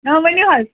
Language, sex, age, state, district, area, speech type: Kashmiri, female, 45-60, Jammu and Kashmir, Ganderbal, rural, conversation